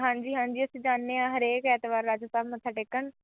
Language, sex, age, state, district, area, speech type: Punjabi, female, 18-30, Punjab, Shaheed Bhagat Singh Nagar, rural, conversation